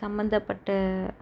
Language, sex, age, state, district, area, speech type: Tamil, female, 30-45, Tamil Nadu, Chennai, urban, spontaneous